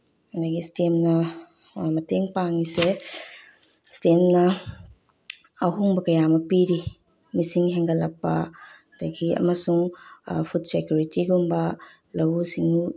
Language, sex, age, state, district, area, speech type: Manipuri, female, 30-45, Manipur, Bishnupur, rural, spontaneous